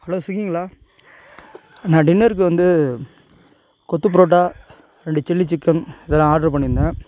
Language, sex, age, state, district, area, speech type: Tamil, male, 45-60, Tamil Nadu, Ariyalur, rural, spontaneous